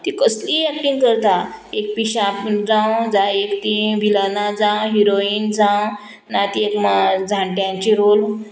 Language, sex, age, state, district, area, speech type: Goan Konkani, female, 45-60, Goa, Murmgao, rural, spontaneous